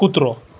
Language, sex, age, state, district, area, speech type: Gujarati, male, 18-30, Gujarat, Surat, urban, read